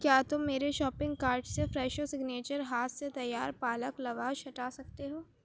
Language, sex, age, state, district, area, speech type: Urdu, female, 18-30, Uttar Pradesh, Aligarh, urban, read